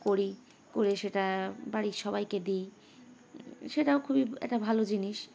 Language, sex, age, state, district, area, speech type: Bengali, female, 30-45, West Bengal, Howrah, urban, spontaneous